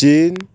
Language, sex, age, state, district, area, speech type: Odia, male, 18-30, Odisha, Ganjam, urban, spontaneous